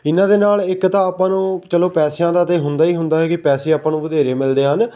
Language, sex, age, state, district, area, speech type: Punjabi, male, 18-30, Punjab, Patiala, rural, spontaneous